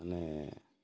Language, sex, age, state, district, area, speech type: Odia, male, 60+, Odisha, Mayurbhanj, rural, spontaneous